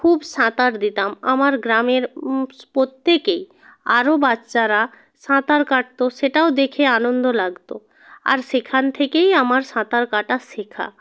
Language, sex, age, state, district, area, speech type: Bengali, female, 30-45, West Bengal, North 24 Parganas, rural, spontaneous